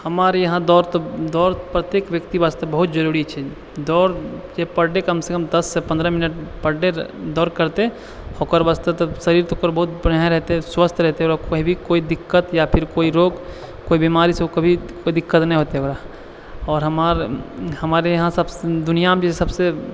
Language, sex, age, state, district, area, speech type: Maithili, male, 18-30, Bihar, Purnia, urban, spontaneous